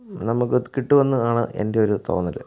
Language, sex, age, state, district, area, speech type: Malayalam, male, 30-45, Kerala, Kottayam, urban, spontaneous